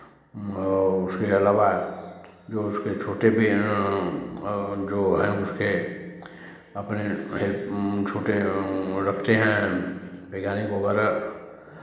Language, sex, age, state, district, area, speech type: Hindi, male, 45-60, Uttar Pradesh, Chandauli, urban, spontaneous